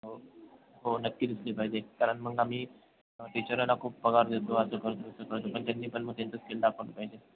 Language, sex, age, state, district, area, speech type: Marathi, male, 18-30, Maharashtra, Ahmednagar, urban, conversation